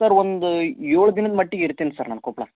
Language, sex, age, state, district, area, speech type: Kannada, male, 18-30, Karnataka, Koppal, rural, conversation